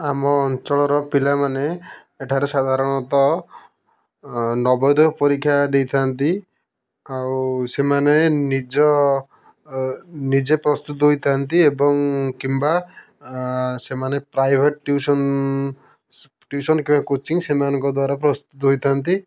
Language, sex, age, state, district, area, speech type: Odia, male, 30-45, Odisha, Kendujhar, urban, spontaneous